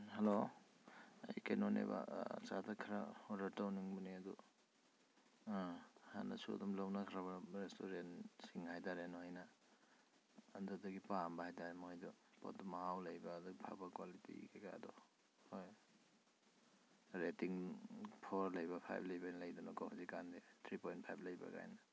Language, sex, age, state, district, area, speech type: Manipuri, male, 30-45, Manipur, Kakching, rural, spontaneous